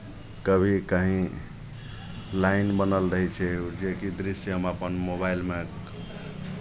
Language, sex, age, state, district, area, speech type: Maithili, male, 45-60, Bihar, Araria, rural, spontaneous